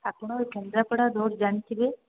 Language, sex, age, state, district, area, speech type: Odia, female, 18-30, Odisha, Kendrapara, urban, conversation